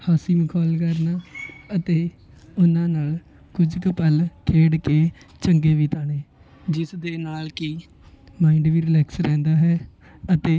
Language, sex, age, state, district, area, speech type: Punjabi, male, 18-30, Punjab, Fatehgarh Sahib, rural, spontaneous